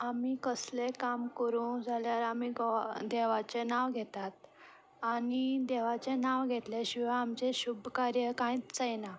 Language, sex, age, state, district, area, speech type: Goan Konkani, female, 18-30, Goa, Ponda, rural, spontaneous